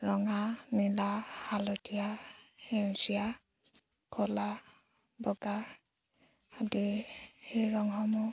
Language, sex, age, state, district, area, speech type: Assamese, female, 18-30, Assam, Lakhimpur, rural, spontaneous